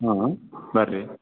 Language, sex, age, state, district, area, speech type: Kannada, male, 18-30, Karnataka, Chikkaballapur, rural, conversation